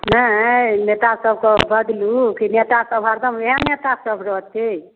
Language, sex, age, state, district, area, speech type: Maithili, female, 45-60, Bihar, Darbhanga, urban, conversation